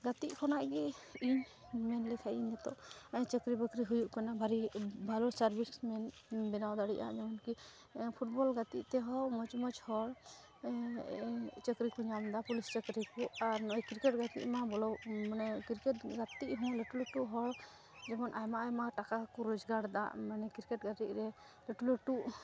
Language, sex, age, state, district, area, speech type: Santali, female, 18-30, West Bengal, Malda, rural, spontaneous